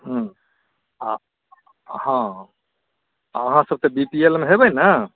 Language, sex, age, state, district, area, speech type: Maithili, male, 45-60, Bihar, Supaul, urban, conversation